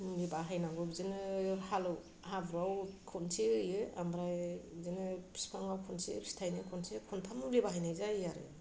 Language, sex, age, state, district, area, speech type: Bodo, female, 45-60, Assam, Kokrajhar, rural, spontaneous